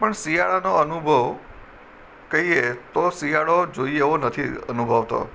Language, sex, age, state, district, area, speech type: Gujarati, male, 45-60, Gujarat, Anand, urban, spontaneous